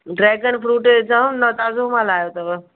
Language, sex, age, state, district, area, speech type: Sindhi, female, 45-60, Gujarat, Kutch, urban, conversation